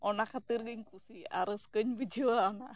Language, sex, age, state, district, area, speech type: Santali, female, 30-45, West Bengal, Bankura, rural, spontaneous